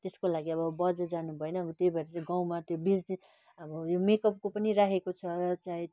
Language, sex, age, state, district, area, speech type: Nepali, female, 60+, West Bengal, Kalimpong, rural, spontaneous